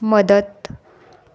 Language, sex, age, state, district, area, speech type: Marathi, female, 18-30, Maharashtra, Raigad, rural, read